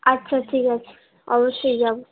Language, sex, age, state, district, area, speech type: Bengali, female, 18-30, West Bengal, Uttar Dinajpur, urban, conversation